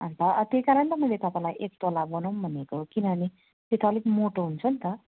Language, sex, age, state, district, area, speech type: Nepali, female, 30-45, West Bengal, Darjeeling, rural, conversation